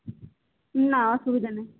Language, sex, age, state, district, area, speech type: Bengali, female, 18-30, West Bengal, Paschim Medinipur, rural, conversation